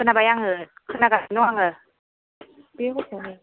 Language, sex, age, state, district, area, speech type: Bodo, female, 30-45, Assam, Kokrajhar, rural, conversation